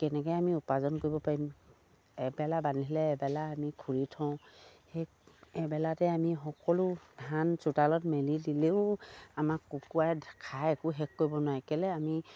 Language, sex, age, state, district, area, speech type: Assamese, female, 45-60, Assam, Dibrugarh, rural, spontaneous